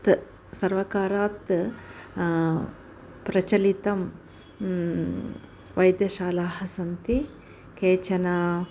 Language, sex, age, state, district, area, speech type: Sanskrit, female, 60+, Karnataka, Bellary, urban, spontaneous